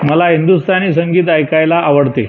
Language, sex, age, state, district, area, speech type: Marathi, male, 60+, Maharashtra, Buldhana, rural, read